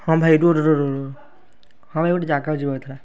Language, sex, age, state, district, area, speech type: Odia, male, 18-30, Odisha, Kendrapara, urban, spontaneous